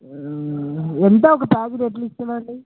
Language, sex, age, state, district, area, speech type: Telugu, male, 18-30, Telangana, Nirmal, rural, conversation